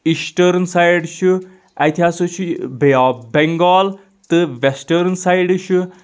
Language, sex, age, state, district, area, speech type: Kashmiri, male, 30-45, Jammu and Kashmir, Anantnag, rural, spontaneous